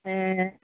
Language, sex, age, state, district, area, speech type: Nepali, female, 30-45, West Bengal, Alipurduar, urban, conversation